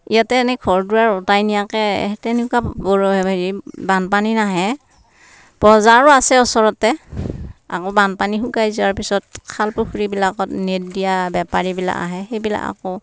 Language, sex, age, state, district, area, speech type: Assamese, female, 60+, Assam, Darrang, rural, spontaneous